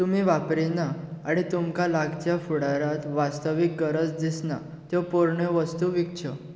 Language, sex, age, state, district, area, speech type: Goan Konkani, male, 18-30, Goa, Bardez, urban, read